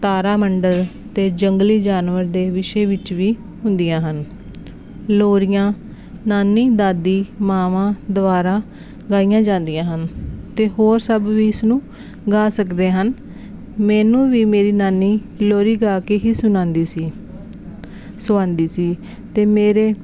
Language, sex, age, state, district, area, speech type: Punjabi, female, 30-45, Punjab, Jalandhar, urban, spontaneous